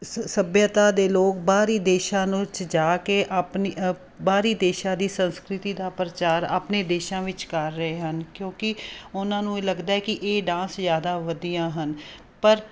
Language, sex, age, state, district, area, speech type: Punjabi, female, 45-60, Punjab, Fazilka, rural, spontaneous